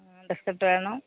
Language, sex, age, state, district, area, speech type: Malayalam, female, 60+, Kerala, Alappuzha, rural, conversation